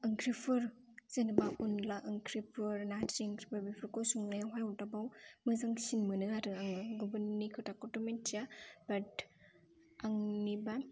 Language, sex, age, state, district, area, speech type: Bodo, female, 18-30, Assam, Kokrajhar, rural, spontaneous